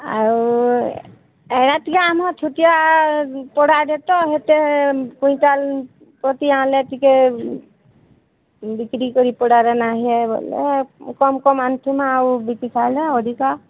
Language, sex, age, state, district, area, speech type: Odia, female, 45-60, Odisha, Sambalpur, rural, conversation